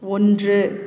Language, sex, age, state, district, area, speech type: Tamil, female, 45-60, Tamil Nadu, Salem, rural, read